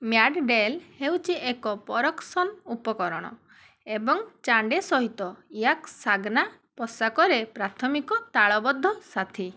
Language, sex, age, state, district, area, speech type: Odia, female, 30-45, Odisha, Balasore, rural, read